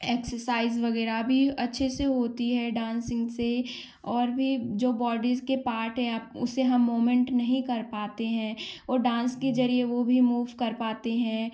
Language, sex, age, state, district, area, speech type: Hindi, female, 18-30, Madhya Pradesh, Gwalior, urban, spontaneous